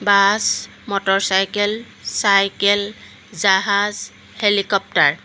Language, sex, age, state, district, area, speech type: Assamese, female, 45-60, Assam, Jorhat, urban, spontaneous